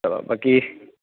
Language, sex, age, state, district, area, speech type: Assamese, male, 45-60, Assam, Lakhimpur, rural, conversation